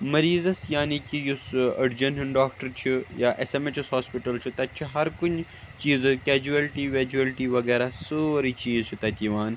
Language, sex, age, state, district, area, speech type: Kashmiri, male, 30-45, Jammu and Kashmir, Srinagar, urban, spontaneous